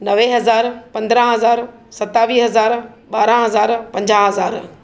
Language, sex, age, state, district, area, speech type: Sindhi, female, 45-60, Maharashtra, Mumbai Suburban, urban, spontaneous